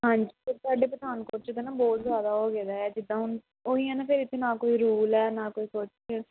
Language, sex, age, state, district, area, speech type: Punjabi, female, 18-30, Punjab, Pathankot, rural, conversation